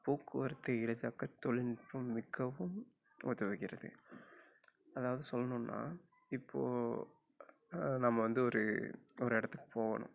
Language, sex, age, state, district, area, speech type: Tamil, male, 18-30, Tamil Nadu, Coimbatore, rural, spontaneous